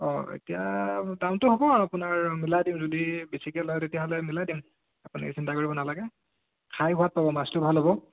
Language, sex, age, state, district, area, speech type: Assamese, male, 18-30, Assam, Sonitpur, rural, conversation